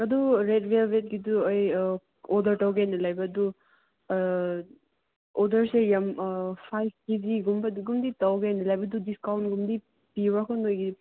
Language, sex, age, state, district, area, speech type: Manipuri, female, 18-30, Manipur, Kangpokpi, rural, conversation